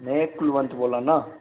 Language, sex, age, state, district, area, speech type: Dogri, male, 30-45, Jammu and Kashmir, Udhampur, rural, conversation